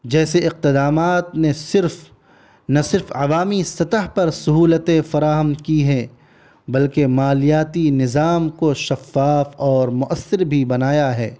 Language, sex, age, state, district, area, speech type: Urdu, male, 30-45, Bihar, Gaya, urban, spontaneous